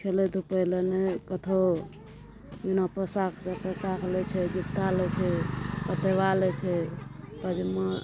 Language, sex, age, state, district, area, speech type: Maithili, female, 60+, Bihar, Araria, rural, spontaneous